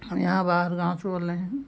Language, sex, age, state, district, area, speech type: Hindi, female, 45-60, Uttar Pradesh, Lucknow, rural, spontaneous